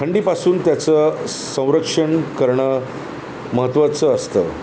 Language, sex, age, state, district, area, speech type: Marathi, male, 45-60, Maharashtra, Thane, rural, spontaneous